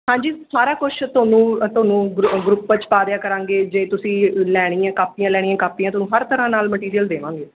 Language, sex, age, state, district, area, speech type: Punjabi, female, 30-45, Punjab, Mansa, urban, conversation